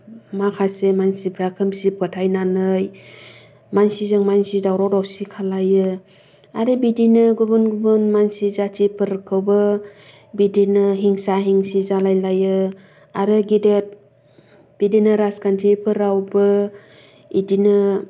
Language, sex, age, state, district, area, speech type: Bodo, female, 30-45, Assam, Kokrajhar, urban, spontaneous